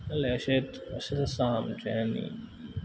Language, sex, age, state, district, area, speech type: Goan Konkani, male, 18-30, Goa, Quepem, urban, spontaneous